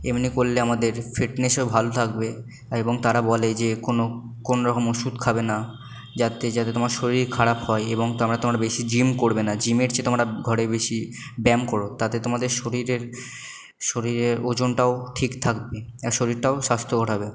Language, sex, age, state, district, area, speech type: Bengali, male, 18-30, West Bengal, Purba Bardhaman, urban, spontaneous